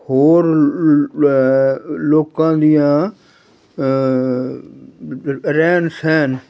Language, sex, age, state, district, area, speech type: Punjabi, male, 60+, Punjab, Fazilka, rural, spontaneous